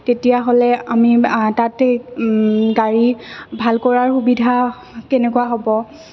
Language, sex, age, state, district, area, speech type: Assamese, female, 18-30, Assam, Kamrup Metropolitan, urban, spontaneous